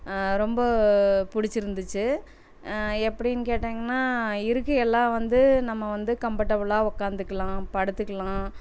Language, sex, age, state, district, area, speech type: Tamil, female, 45-60, Tamil Nadu, Erode, rural, spontaneous